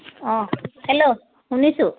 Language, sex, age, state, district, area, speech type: Assamese, female, 30-45, Assam, Dibrugarh, rural, conversation